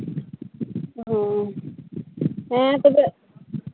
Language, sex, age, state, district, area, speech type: Santali, female, 18-30, Jharkhand, Pakur, rural, conversation